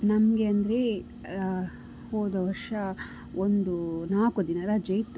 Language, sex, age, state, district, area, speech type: Kannada, female, 18-30, Karnataka, Tumkur, rural, spontaneous